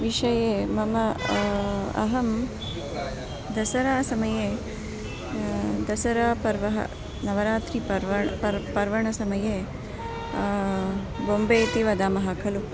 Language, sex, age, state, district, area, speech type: Sanskrit, female, 45-60, Karnataka, Dharwad, urban, spontaneous